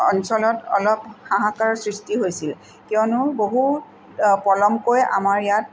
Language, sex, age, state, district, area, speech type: Assamese, female, 45-60, Assam, Tinsukia, rural, spontaneous